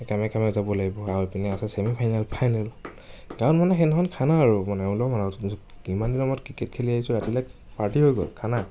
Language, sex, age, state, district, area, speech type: Assamese, male, 30-45, Assam, Nagaon, rural, spontaneous